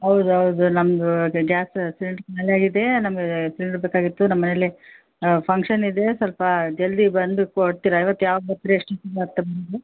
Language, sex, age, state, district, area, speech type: Kannada, female, 45-60, Karnataka, Bellary, rural, conversation